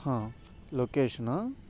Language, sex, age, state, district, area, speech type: Telugu, male, 18-30, Andhra Pradesh, Bapatla, urban, spontaneous